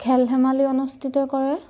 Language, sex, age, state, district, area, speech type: Assamese, female, 18-30, Assam, Jorhat, urban, spontaneous